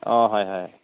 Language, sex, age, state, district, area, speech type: Assamese, male, 30-45, Assam, Goalpara, rural, conversation